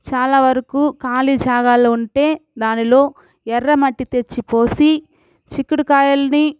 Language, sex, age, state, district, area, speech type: Telugu, female, 45-60, Andhra Pradesh, Sri Balaji, urban, spontaneous